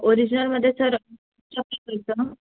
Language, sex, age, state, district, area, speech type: Marathi, female, 18-30, Maharashtra, Raigad, urban, conversation